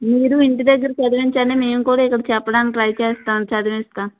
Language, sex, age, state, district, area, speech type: Telugu, female, 30-45, Andhra Pradesh, Vizianagaram, rural, conversation